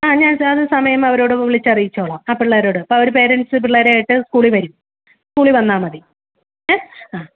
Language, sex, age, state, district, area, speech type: Malayalam, female, 30-45, Kerala, Alappuzha, rural, conversation